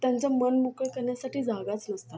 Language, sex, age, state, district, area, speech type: Marathi, female, 18-30, Maharashtra, Solapur, urban, spontaneous